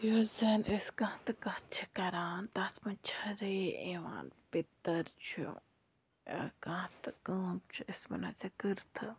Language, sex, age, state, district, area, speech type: Kashmiri, female, 18-30, Jammu and Kashmir, Bandipora, rural, spontaneous